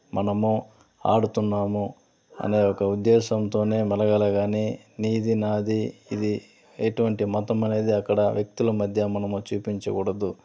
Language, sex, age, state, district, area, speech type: Telugu, male, 30-45, Andhra Pradesh, Sri Balaji, urban, spontaneous